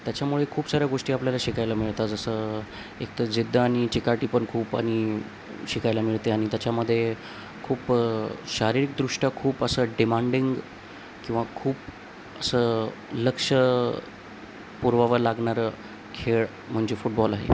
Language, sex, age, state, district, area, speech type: Marathi, male, 18-30, Maharashtra, Nanded, urban, spontaneous